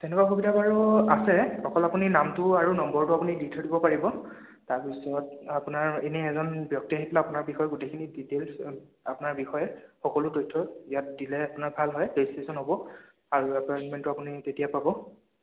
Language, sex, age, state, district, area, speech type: Assamese, male, 18-30, Assam, Sonitpur, rural, conversation